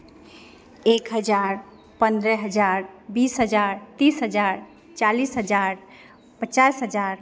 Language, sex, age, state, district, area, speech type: Hindi, female, 45-60, Bihar, Begusarai, rural, spontaneous